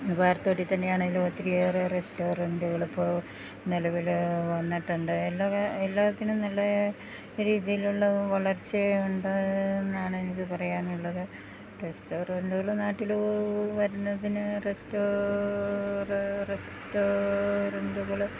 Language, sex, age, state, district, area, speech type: Malayalam, female, 60+, Kerala, Idukki, rural, spontaneous